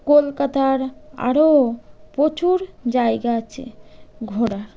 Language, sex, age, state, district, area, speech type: Bengali, female, 18-30, West Bengal, Birbhum, urban, spontaneous